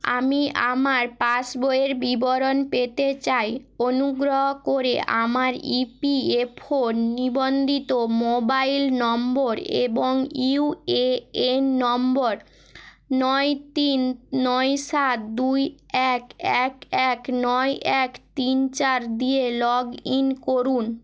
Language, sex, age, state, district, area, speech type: Bengali, female, 18-30, West Bengal, Nadia, rural, read